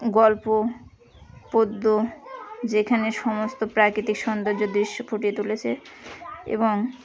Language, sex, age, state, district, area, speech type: Bengali, female, 30-45, West Bengal, Birbhum, urban, spontaneous